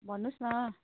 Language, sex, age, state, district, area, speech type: Nepali, female, 30-45, West Bengal, Kalimpong, rural, conversation